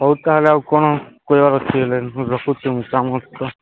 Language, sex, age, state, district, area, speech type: Odia, male, 18-30, Odisha, Nabarangpur, urban, conversation